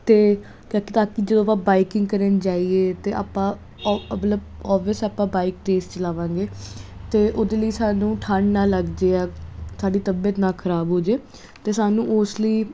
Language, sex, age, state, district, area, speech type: Punjabi, female, 18-30, Punjab, Jalandhar, urban, spontaneous